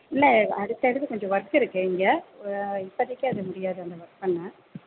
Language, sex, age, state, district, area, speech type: Tamil, female, 30-45, Tamil Nadu, Pudukkottai, rural, conversation